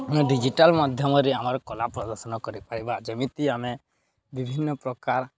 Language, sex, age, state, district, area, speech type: Odia, male, 18-30, Odisha, Balangir, urban, spontaneous